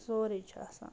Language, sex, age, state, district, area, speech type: Kashmiri, female, 45-60, Jammu and Kashmir, Ganderbal, rural, spontaneous